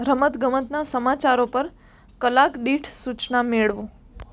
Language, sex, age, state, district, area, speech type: Gujarati, female, 18-30, Gujarat, Surat, urban, read